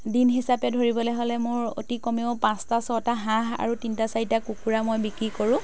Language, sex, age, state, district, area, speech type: Assamese, female, 30-45, Assam, Majuli, urban, spontaneous